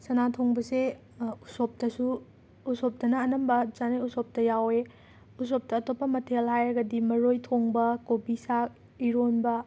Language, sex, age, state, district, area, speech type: Manipuri, female, 18-30, Manipur, Imphal West, urban, spontaneous